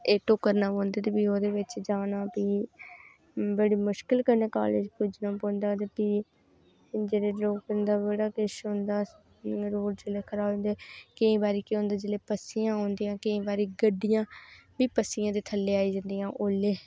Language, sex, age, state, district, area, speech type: Dogri, female, 18-30, Jammu and Kashmir, Reasi, rural, spontaneous